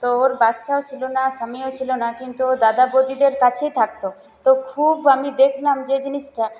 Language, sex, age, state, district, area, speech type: Bengali, female, 18-30, West Bengal, Paschim Bardhaman, urban, spontaneous